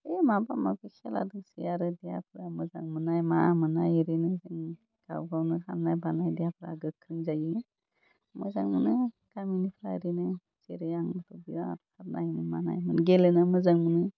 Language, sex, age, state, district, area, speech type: Bodo, female, 45-60, Assam, Udalguri, rural, spontaneous